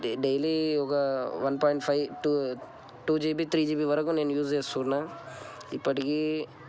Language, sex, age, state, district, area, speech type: Telugu, male, 18-30, Telangana, Medchal, urban, spontaneous